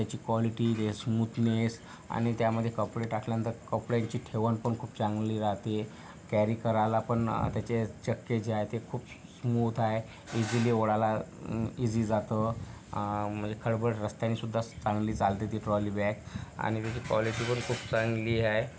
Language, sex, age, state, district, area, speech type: Marathi, male, 30-45, Maharashtra, Yavatmal, rural, spontaneous